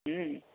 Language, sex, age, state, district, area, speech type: Urdu, male, 30-45, Uttar Pradesh, Muzaffarnagar, urban, conversation